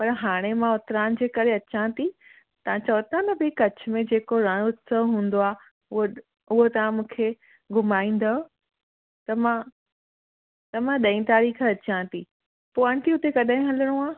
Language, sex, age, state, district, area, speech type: Sindhi, female, 30-45, Gujarat, Surat, urban, conversation